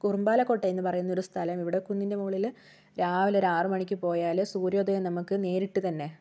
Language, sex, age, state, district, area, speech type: Malayalam, female, 30-45, Kerala, Wayanad, rural, spontaneous